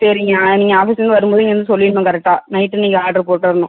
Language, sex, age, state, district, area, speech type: Tamil, female, 60+, Tamil Nadu, Mayiladuthurai, rural, conversation